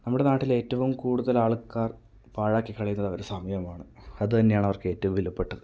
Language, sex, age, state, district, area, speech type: Malayalam, male, 18-30, Kerala, Kasaragod, rural, spontaneous